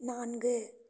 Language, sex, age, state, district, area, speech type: Tamil, female, 18-30, Tamil Nadu, Nilgiris, urban, read